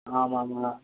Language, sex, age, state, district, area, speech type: Tamil, male, 18-30, Tamil Nadu, Viluppuram, rural, conversation